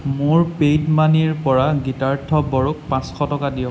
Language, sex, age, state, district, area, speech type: Assamese, male, 18-30, Assam, Sonitpur, rural, read